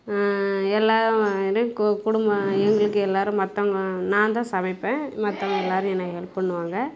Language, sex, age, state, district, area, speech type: Tamil, female, 45-60, Tamil Nadu, Kallakurichi, rural, spontaneous